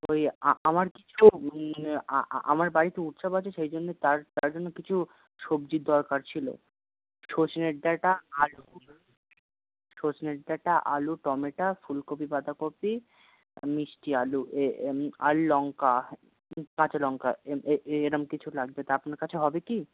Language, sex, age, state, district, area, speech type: Bengali, male, 18-30, West Bengal, Birbhum, urban, conversation